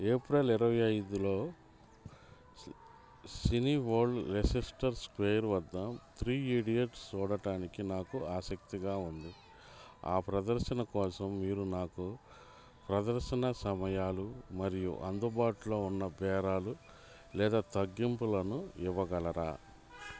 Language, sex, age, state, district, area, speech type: Telugu, male, 30-45, Andhra Pradesh, Bapatla, urban, read